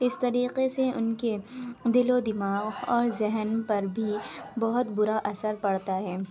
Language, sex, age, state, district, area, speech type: Urdu, female, 30-45, Uttar Pradesh, Lucknow, rural, spontaneous